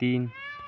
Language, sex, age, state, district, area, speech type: Hindi, male, 18-30, Rajasthan, Nagaur, rural, read